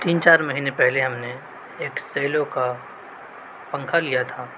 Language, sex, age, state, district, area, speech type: Urdu, male, 18-30, Delhi, South Delhi, urban, spontaneous